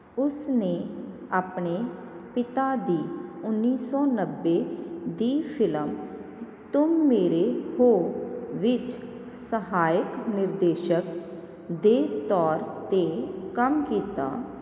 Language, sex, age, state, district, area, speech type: Punjabi, female, 30-45, Punjab, Jalandhar, rural, read